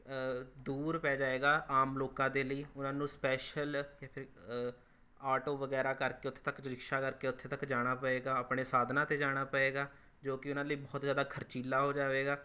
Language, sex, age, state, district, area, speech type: Punjabi, male, 18-30, Punjab, Rupnagar, rural, spontaneous